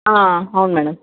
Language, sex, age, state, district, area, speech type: Telugu, female, 60+, Andhra Pradesh, Chittoor, rural, conversation